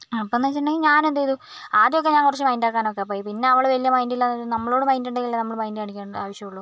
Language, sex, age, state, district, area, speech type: Malayalam, female, 45-60, Kerala, Wayanad, rural, spontaneous